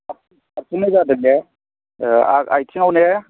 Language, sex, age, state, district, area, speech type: Bodo, male, 45-60, Assam, Chirang, urban, conversation